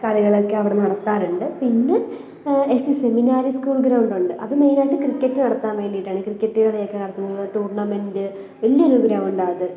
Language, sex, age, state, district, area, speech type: Malayalam, female, 18-30, Kerala, Pathanamthitta, urban, spontaneous